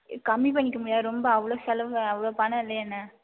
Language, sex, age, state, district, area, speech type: Tamil, female, 18-30, Tamil Nadu, Mayiladuthurai, urban, conversation